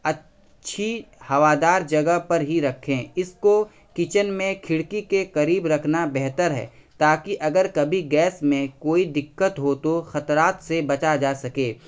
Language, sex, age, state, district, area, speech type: Urdu, male, 30-45, Bihar, Araria, rural, spontaneous